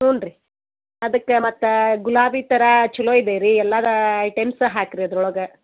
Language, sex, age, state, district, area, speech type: Kannada, female, 45-60, Karnataka, Gadag, rural, conversation